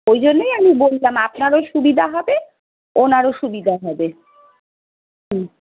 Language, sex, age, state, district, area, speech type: Bengali, female, 30-45, West Bengal, Darjeeling, rural, conversation